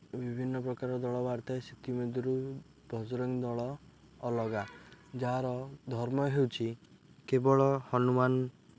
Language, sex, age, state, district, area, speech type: Odia, male, 18-30, Odisha, Jagatsinghpur, urban, spontaneous